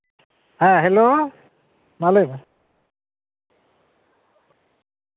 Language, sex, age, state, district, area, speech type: Santali, male, 60+, West Bengal, Paschim Bardhaman, rural, conversation